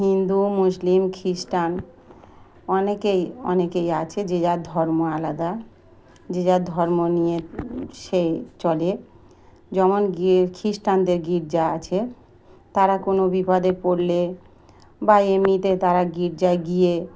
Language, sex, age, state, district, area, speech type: Bengali, female, 45-60, West Bengal, Dakshin Dinajpur, urban, spontaneous